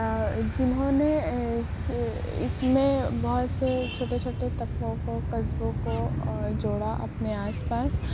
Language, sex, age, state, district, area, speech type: Urdu, female, 18-30, Uttar Pradesh, Aligarh, urban, spontaneous